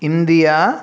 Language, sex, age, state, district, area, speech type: Tamil, male, 18-30, Tamil Nadu, Pudukkottai, rural, spontaneous